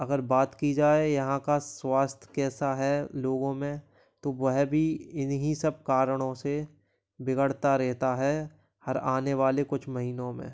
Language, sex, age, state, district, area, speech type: Hindi, male, 18-30, Madhya Pradesh, Gwalior, urban, spontaneous